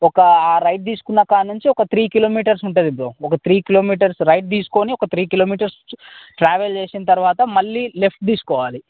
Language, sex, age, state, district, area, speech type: Telugu, male, 18-30, Telangana, Mancherial, rural, conversation